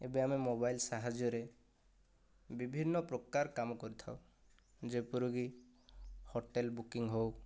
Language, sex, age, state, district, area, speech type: Odia, male, 30-45, Odisha, Kandhamal, rural, spontaneous